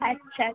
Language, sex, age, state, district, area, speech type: Bengali, female, 18-30, West Bengal, North 24 Parganas, urban, conversation